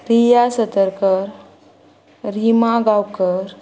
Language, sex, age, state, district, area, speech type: Goan Konkani, female, 18-30, Goa, Ponda, rural, spontaneous